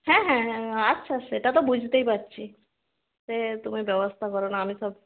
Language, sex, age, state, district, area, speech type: Bengali, female, 30-45, West Bengal, Jalpaiguri, rural, conversation